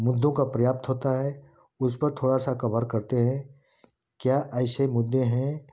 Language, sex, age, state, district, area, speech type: Hindi, male, 60+, Uttar Pradesh, Ghazipur, rural, spontaneous